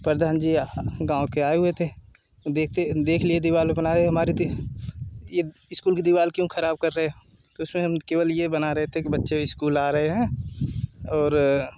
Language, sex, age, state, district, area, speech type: Hindi, male, 30-45, Uttar Pradesh, Jaunpur, rural, spontaneous